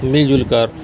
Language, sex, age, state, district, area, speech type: Urdu, male, 45-60, Bihar, Saharsa, rural, spontaneous